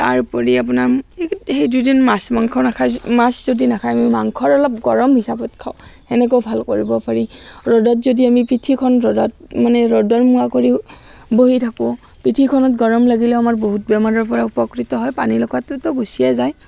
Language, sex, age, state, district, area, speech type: Assamese, female, 45-60, Assam, Barpeta, rural, spontaneous